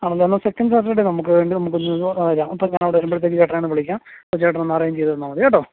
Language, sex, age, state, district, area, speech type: Malayalam, male, 30-45, Kerala, Ernakulam, rural, conversation